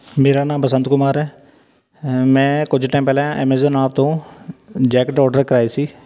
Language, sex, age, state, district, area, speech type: Punjabi, male, 30-45, Punjab, Shaheed Bhagat Singh Nagar, rural, spontaneous